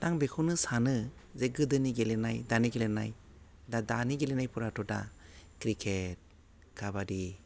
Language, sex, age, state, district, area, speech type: Bodo, male, 30-45, Assam, Udalguri, rural, spontaneous